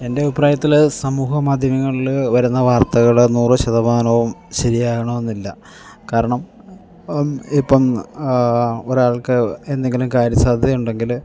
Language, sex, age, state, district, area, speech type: Malayalam, male, 45-60, Kerala, Idukki, rural, spontaneous